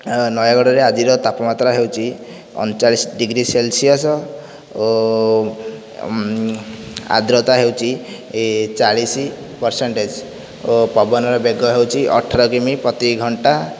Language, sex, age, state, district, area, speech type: Odia, male, 18-30, Odisha, Nayagarh, rural, spontaneous